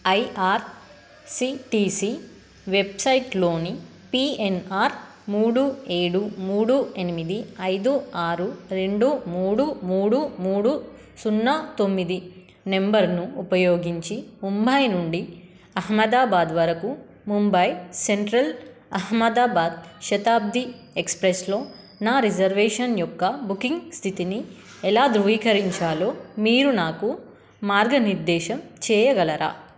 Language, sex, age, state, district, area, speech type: Telugu, female, 30-45, Telangana, Peddapalli, rural, read